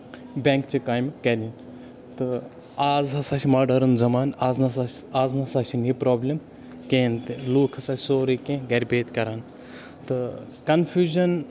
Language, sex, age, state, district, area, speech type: Kashmiri, male, 18-30, Jammu and Kashmir, Baramulla, rural, spontaneous